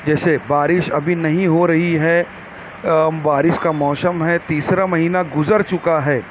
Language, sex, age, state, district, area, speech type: Urdu, male, 30-45, Maharashtra, Nashik, urban, spontaneous